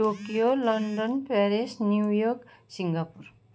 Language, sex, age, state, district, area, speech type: Nepali, female, 45-60, West Bengal, Kalimpong, rural, spontaneous